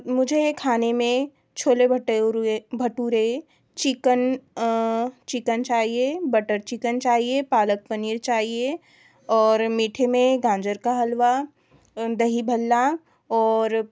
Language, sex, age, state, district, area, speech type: Hindi, female, 18-30, Madhya Pradesh, Betul, urban, spontaneous